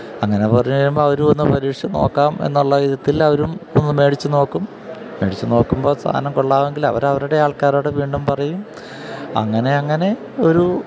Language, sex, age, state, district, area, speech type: Malayalam, male, 45-60, Kerala, Kottayam, urban, spontaneous